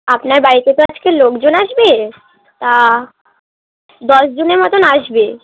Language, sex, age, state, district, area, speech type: Bengali, female, 18-30, West Bengal, Darjeeling, urban, conversation